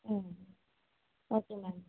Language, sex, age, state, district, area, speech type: Tamil, female, 30-45, Tamil Nadu, Tiruvarur, rural, conversation